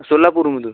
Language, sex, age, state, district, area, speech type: Marathi, male, 18-30, Maharashtra, Washim, rural, conversation